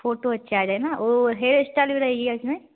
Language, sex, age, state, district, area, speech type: Hindi, female, 18-30, Madhya Pradesh, Ujjain, rural, conversation